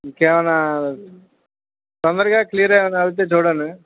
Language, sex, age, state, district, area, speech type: Telugu, male, 60+, Andhra Pradesh, Krishna, urban, conversation